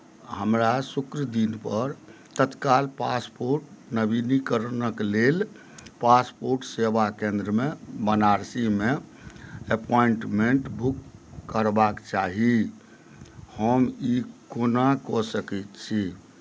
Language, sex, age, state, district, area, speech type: Maithili, male, 60+, Bihar, Madhubani, rural, read